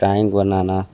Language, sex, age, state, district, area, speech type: Hindi, male, 30-45, Uttar Pradesh, Sonbhadra, rural, spontaneous